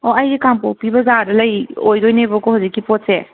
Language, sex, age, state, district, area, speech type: Manipuri, female, 18-30, Manipur, Kangpokpi, urban, conversation